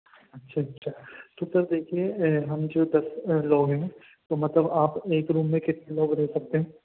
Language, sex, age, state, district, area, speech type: Urdu, male, 18-30, Delhi, Central Delhi, urban, conversation